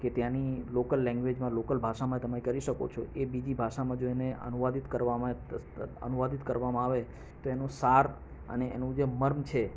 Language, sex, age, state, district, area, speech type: Gujarati, male, 45-60, Gujarat, Ahmedabad, urban, spontaneous